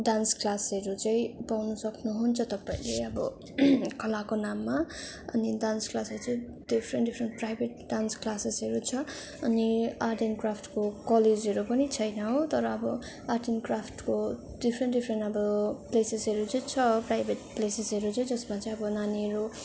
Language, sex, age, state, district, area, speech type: Nepali, female, 18-30, West Bengal, Darjeeling, rural, spontaneous